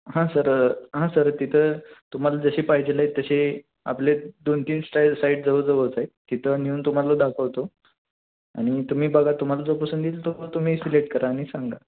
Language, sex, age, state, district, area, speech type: Marathi, male, 18-30, Maharashtra, Sangli, urban, conversation